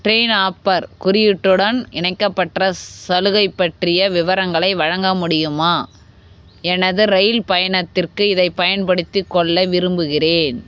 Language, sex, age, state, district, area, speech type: Tamil, female, 30-45, Tamil Nadu, Vellore, urban, read